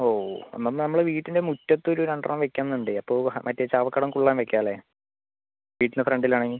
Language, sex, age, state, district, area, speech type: Malayalam, male, 30-45, Kerala, Palakkad, rural, conversation